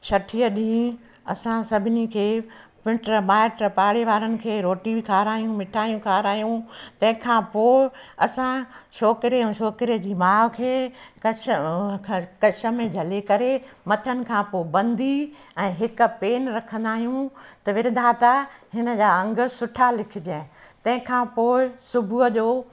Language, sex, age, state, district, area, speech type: Sindhi, female, 60+, Madhya Pradesh, Katni, urban, spontaneous